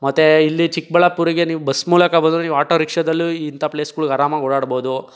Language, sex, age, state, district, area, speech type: Kannada, male, 18-30, Karnataka, Chikkaballapur, rural, spontaneous